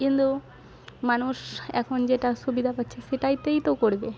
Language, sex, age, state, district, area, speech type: Bengali, female, 18-30, West Bengal, Murshidabad, rural, spontaneous